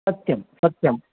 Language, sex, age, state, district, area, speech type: Sanskrit, male, 45-60, Tamil Nadu, Coimbatore, urban, conversation